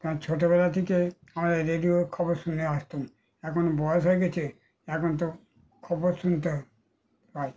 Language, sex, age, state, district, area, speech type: Bengali, male, 60+, West Bengal, Darjeeling, rural, spontaneous